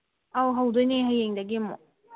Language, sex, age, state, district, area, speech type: Manipuri, female, 18-30, Manipur, Kangpokpi, urban, conversation